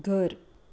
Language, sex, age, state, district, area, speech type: Gujarati, female, 30-45, Gujarat, Anand, urban, read